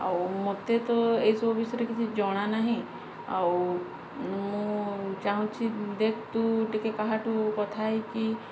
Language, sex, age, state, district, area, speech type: Odia, female, 18-30, Odisha, Sundergarh, urban, spontaneous